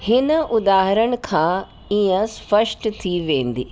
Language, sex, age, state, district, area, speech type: Sindhi, female, 45-60, Delhi, South Delhi, urban, spontaneous